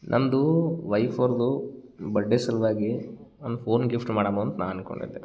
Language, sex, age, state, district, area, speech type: Kannada, male, 30-45, Karnataka, Gulbarga, urban, spontaneous